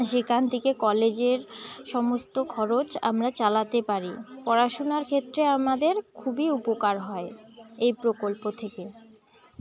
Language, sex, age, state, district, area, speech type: Bengali, female, 18-30, West Bengal, Jalpaiguri, rural, spontaneous